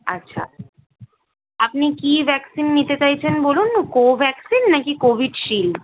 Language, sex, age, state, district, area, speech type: Bengali, female, 18-30, West Bengal, Kolkata, urban, conversation